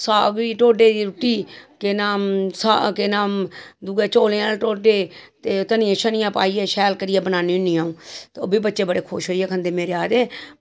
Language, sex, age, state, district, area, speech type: Dogri, female, 45-60, Jammu and Kashmir, Samba, rural, spontaneous